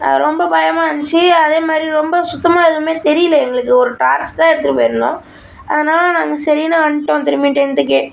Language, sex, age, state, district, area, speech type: Tamil, male, 18-30, Tamil Nadu, Tiruchirappalli, urban, spontaneous